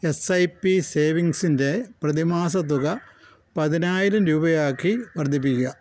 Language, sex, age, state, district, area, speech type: Malayalam, male, 60+, Kerala, Pathanamthitta, rural, read